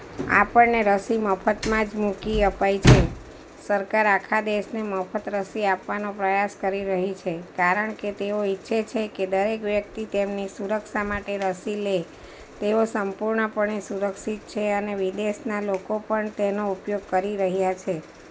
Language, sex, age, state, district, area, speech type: Gujarati, female, 45-60, Gujarat, Valsad, rural, read